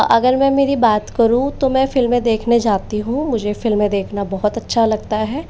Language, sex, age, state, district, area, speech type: Hindi, female, 30-45, Rajasthan, Jaipur, urban, spontaneous